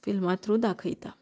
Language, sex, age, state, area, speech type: Goan Konkani, female, 30-45, Goa, rural, spontaneous